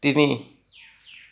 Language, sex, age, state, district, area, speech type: Assamese, male, 60+, Assam, Charaideo, rural, read